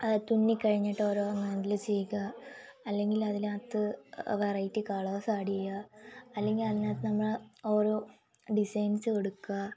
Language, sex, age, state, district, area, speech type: Malayalam, female, 18-30, Kerala, Kollam, rural, spontaneous